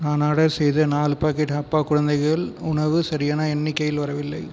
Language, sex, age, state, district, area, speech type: Tamil, male, 18-30, Tamil Nadu, Viluppuram, rural, read